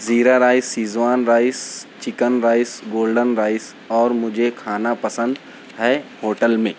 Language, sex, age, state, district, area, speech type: Urdu, male, 30-45, Maharashtra, Nashik, urban, spontaneous